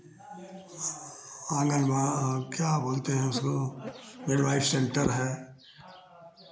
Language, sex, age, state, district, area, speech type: Hindi, male, 60+, Uttar Pradesh, Chandauli, urban, spontaneous